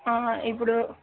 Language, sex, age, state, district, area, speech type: Telugu, female, 30-45, Andhra Pradesh, Nellore, urban, conversation